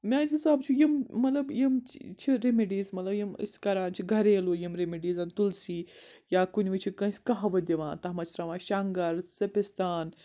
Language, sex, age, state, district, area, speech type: Kashmiri, female, 60+, Jammu and Kashmir, Srinagar, urban, spontaneous